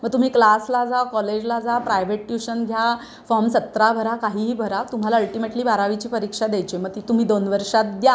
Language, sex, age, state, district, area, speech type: Marathi, female, 30-45, Maharashtra, Sangli, urban, spontaneous